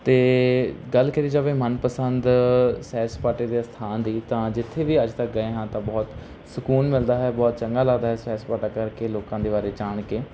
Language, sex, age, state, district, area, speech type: Punjabi, male, 18-30, Punjab, Mansa, rural, spontaneous